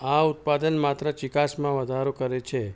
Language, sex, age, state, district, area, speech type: Gujarati, male, 60+, Gujarat, Ahmedabad, urban, spontaneous